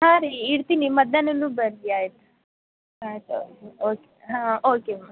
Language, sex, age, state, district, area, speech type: Kannada, female, 18-30, Karnataka, Gadag, rural, conversation